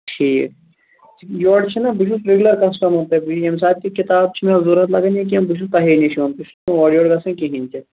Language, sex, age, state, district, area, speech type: Kashmiri, female, 18-30, Jammu and Kashmir, Shopian, urban, conversation